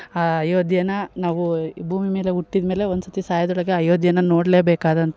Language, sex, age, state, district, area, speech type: Kannada, female, 30-45, Karnataka, Chikkamagaluru, rural, spontaneous